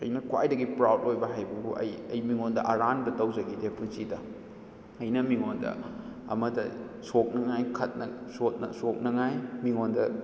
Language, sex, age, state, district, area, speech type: Manipuri, male, 18-30, Manipur, Kakching, rural, spontaneous